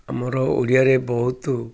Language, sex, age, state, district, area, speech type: Odia, male, 60+, Odisha, Ganjam, urban, spontaneous